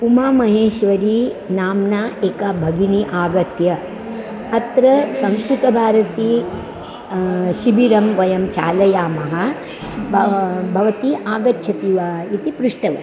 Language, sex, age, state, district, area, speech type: Sanskrit, female, 60+, Maharashtra, Mumbai City, urban, spontaneous